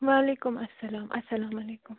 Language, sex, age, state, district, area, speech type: Kashmiri, female, 30-45, Jammu and Kashmir, Bandipora, rural, conversation